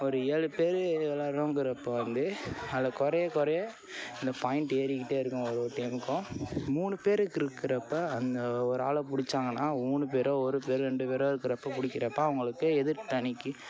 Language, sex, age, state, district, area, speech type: Tamil, male, 18-30, Tamil Nadu, Tiruvarur, urban, spontaneous